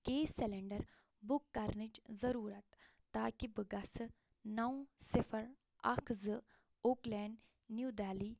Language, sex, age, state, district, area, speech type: Kashmiri, female, 18-30, Jammu and Kashmir, Ganderbal, rural, read